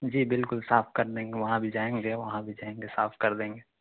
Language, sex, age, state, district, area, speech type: Urdu, male, 18-30, Bihar, Khagaria, rural, conversation